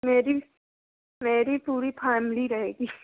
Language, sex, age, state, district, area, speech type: Hindi, female, 18-30, Uttar Pradesh, Prayagraj, rural, conversation